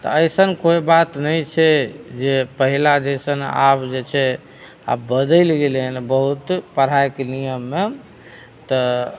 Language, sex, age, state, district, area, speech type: Maithili, male, 30-45, Bihar, Begusarai, urban, spontaneous